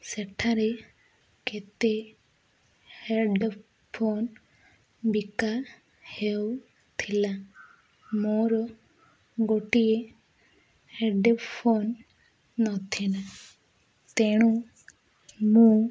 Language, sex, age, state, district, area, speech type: Odia, female, 18-30, Odisha, Ganjam, urban, spontaneous